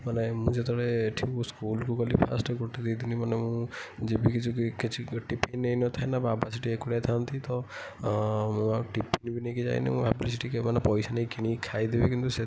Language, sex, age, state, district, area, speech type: Odia, male, 45-60, Odisha, Kendujhar, urban, spontaneous